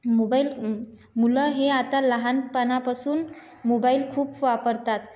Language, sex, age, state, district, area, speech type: Marathi, female, 18-30, Maharashtra, Washim, rural, spontaneous